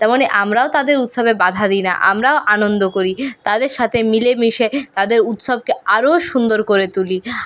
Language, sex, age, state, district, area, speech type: Bengali, female, 45-60, West Bengal, Purulia, rural, spontaneous